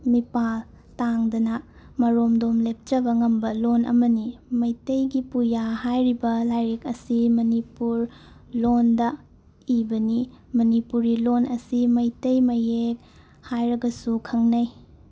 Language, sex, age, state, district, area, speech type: Manipuri, female, 18-30, Manipur, Imphal West, rural, spontaneous